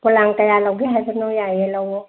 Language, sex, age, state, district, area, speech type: Manipuri, female, 60+, Manipur, Kangpokpi, urban, conversation